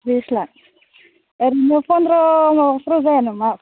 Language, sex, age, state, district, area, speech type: Bodo, female, 30-45, Assam, Udalguri, urban, conversation